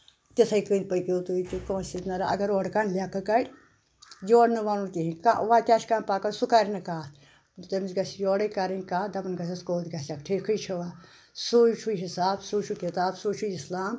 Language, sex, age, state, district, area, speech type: Kashmiri, female, 60+, Jammu and Kashmir, Anantnag, rural, spontaneous